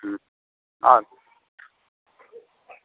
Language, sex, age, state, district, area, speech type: Bengali, male, 45-60, West Bengal, Howrah, urban, conversation